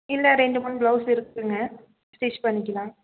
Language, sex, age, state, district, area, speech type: Tamil, female, 18-30, Tamil Nadu, Nilgiris, rural, conversation